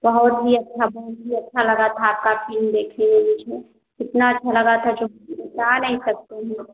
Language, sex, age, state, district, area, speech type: Hindi, female, 30-45, Bihar, Samastipur, rural, conversation